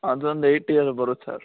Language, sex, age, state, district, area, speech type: Kannada, male, 18-30, Karnataka, Chikkamagaluru, rural, conversation